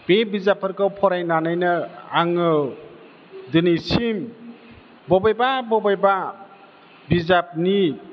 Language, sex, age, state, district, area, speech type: Bodo, male, 60+, Assam, Chirang, urban, spontaneous